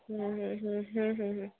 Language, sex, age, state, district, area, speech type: Bengali, female, 18-30, West Bengal, Bankura, urban, conversation